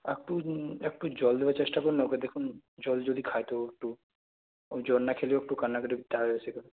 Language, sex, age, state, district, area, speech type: Bengali, male, 18-30, West Bengal, Purulia, rural, conversation